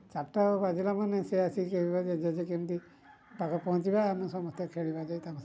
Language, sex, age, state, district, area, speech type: Odia, male, 60+, Odisha, Mayurbhanj, rural, spontaneous